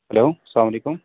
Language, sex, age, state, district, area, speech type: Kashmiri, male, 30-45, Jammu and Kashmir, Srinagar, urban, conversation